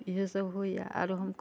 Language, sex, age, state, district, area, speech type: Maithili, female, 60+, Bihar, Sitamarhi, rural, spontaneous